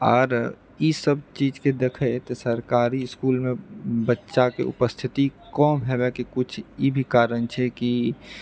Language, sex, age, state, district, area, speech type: Maithili, male, 45-60, Bihar, Purnia, rural, spontaneous